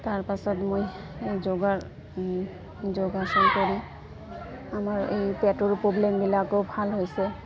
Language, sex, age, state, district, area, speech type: Assamese, female, 30-45, Assam, Goalpara, rural, spontaneous